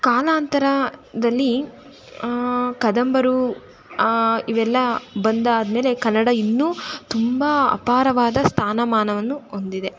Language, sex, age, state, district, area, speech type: Kannada, female, 18-30, Karnataka, Tumkur, rural, spontaneous